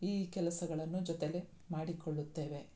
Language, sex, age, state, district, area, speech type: Kannada, female, 45-60, Karnataka, Mandya, rural, spontaneous